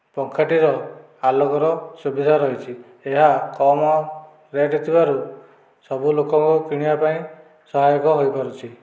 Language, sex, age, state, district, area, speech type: Odia, male, 45-60, Odisha, Dhenkanal, rural, spontaneous